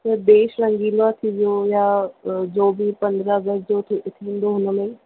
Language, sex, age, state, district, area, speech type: Sindhi, female, 18-30, Rajasthan, Ajmer, urban, conversation